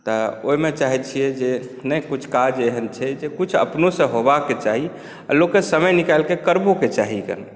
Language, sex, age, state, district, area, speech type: Maithili, male, 45-60, Bihar, Saharsa, urban, spontaneous